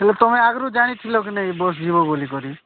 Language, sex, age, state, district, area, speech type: Odia, male, 45-60, Odisha, Nabarangpur, rural, conversation